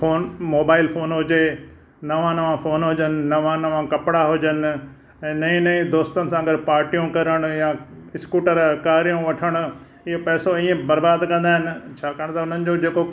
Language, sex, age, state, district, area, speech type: Sindhi, male, 60+, Maharashtra, Thane, urban, spontaneous